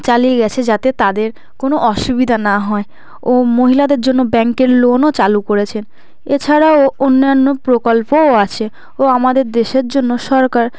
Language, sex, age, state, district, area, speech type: Bengali, female, 18-30, West Bengal, South 24 Parganas, rural, spontaneous